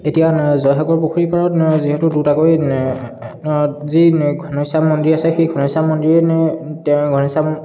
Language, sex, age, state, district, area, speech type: Assamese, male, 18-30, Assam, Charaideo, urban, spontaneous